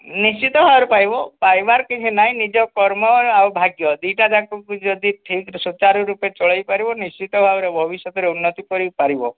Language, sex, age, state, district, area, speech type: Odia, male, 45-60, Odisha, Mayurbhanj, rural, conversation